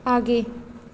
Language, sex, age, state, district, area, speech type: Hindi, female, 30-45, Uttar Pradesh, Azamgarh, rural, read